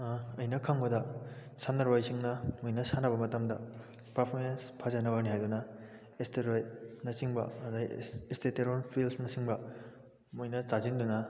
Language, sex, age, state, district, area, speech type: Manipuri, male, 18-30, Manipur, Kakching, rural, spontaneous